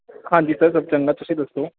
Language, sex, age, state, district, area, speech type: Punjabi, male, 18-30, Punjab, Ludhiana, urban, conversation